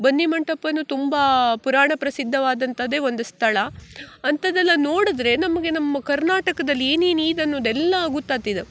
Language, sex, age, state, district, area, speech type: Kannada, female, 18-30, Karnataka, Uttara Kannada, rural, spontaneous